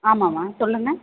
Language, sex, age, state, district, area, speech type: Tamil, female, 30-45, Tamil Nadu, Ranipet, urban, conversation